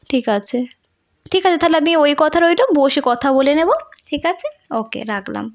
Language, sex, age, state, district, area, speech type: Bengali, female, 18-30, West Bengal, North 24 Parganas, urban, spontaneous